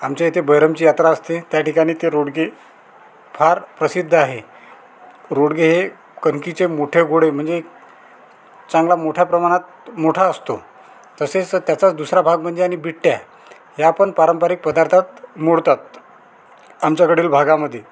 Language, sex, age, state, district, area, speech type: Marathi, male, 30-45, Maharashtra, Amravati, rural, spontaneous